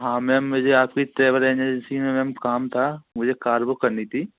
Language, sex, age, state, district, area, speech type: Hindi, male, 18-30, Madhya Pradesh, Gwalior, urban, conversation